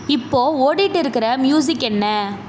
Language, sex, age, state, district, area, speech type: Tamil, female, 30-45, Tamil Nadu, Mayiladuthurai, urban, read